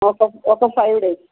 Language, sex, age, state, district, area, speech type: Telugu, female, 60+, Andhra Pradesh, West Godavari, rural, conversation